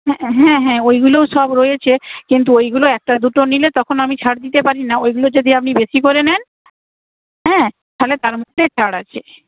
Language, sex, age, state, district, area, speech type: Bengali, female, 60+, West Bengal, Purba Medinipur, rural, conversation